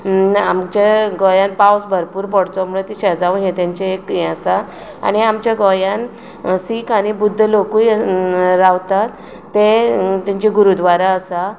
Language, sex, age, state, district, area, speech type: Goan Konkani, female, 30-45, Goa, Tiswadi, rural, spontaneous